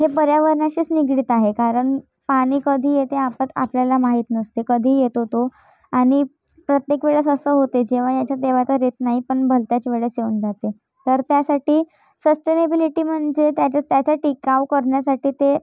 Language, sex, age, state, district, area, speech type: Marathi, female, 30-45, Maharashtra, Nagpur, urban, spontaneous